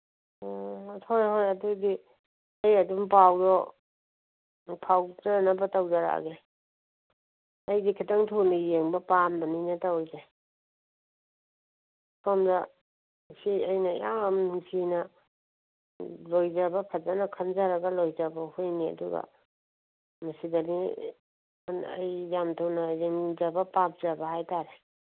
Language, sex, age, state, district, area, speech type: Manipuri, female, 45-60, Manipur, Kangpokpi, urban, conversation